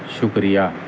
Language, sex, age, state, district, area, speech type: Urdu, male, 30-45, Uttar Pradesh, Muzaffarnagar, rural, spontaneous